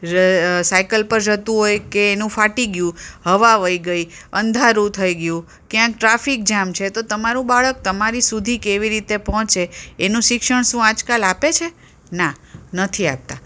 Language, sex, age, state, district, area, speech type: Gujarati, female, 45-60, Gujarat, Ahmedabad, urban, spontaneous